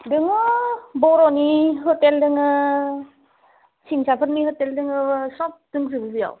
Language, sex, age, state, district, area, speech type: Bodo, female, 30-45, Assam, Udalguri, urban, conversation